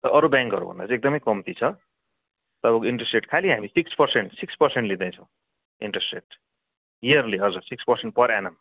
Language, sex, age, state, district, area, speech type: Nepali, male, 45-60, West Bengal, Darjeeling, rural, conversation